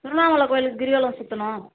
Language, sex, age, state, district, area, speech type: Tamil, female, 45-60, Tamil Nadu, Tiruvannamalai, rural, conversation